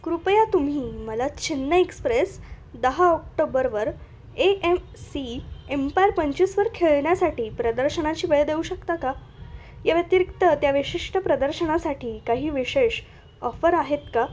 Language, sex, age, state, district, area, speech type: Marathi, female, 18-30, Maharashtra, Nashik, urban, read